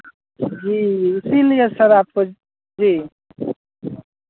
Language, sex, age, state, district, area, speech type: Hindi, male, 30-45, Bihar, Madhepura, rural, conversation